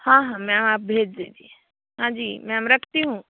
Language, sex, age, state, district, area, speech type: Hindi, female, 60+, Rajasthan, Jodhpur, rural, conversation